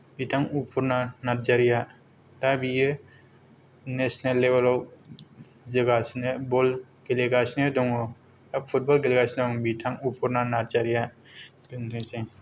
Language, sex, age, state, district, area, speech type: Bodo, male, 18-30, Assam, Kokrajhar, rural, spontaneous